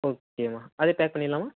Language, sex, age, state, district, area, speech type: Tamil, male, 18-30, Tamil Nadu, Tenkasi, urban, conversation